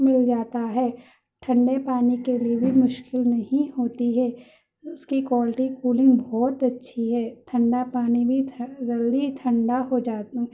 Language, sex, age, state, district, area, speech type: Urdu, female, 30-45, Telangana, Hyderabad, urban, spontaneous